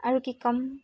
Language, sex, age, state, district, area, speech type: Assamese, female, 30-45, Assam, Dibrugarh, rural, spontaneous